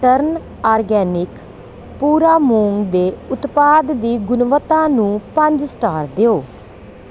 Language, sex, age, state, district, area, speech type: Punjabi, female, 30-45, Punjab, Kapurthala, rural, read